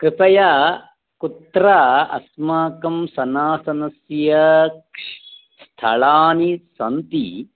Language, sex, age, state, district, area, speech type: Sanskrit, male, 45-60, Karnataka, Bangalore Urban, urban, conversation